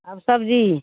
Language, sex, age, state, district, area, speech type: Maithili, female, 60+, Bihar, Saharsa, rural, conversation